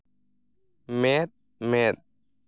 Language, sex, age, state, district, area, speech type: Santali, male, 30-45, Jharkhand, East Singhbhum, rural, read